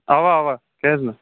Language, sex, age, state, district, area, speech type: Kashmiri, male, 18-30, Jammu and Kashmir, Shopian, urban, conversation